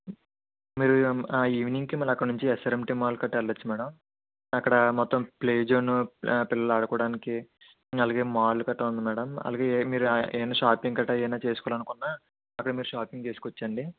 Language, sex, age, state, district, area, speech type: Telugu, male, 60+, Andhra Pradesh, Kakinada, urban, conversation